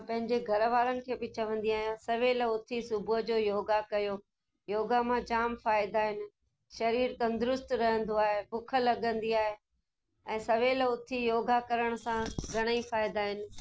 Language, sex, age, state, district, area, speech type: Sindhi, female, 60+, Gujarat, Kutch, urban, spontaneous